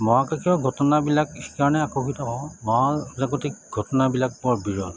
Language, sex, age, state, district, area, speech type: Assamese, male, 45-60, Assam, Charaideo, urban, spontaneous